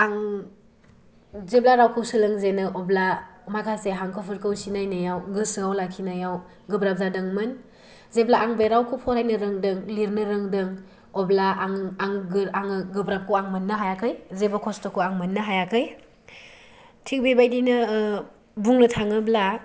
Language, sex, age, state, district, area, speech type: Bodo, female, 18-30, Assam, Kokrajhar, rural, spontaneous